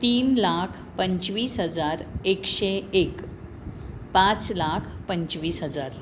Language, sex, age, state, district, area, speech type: Marathi, female, 60+, Maharashtra, Pune, urban, spontaneous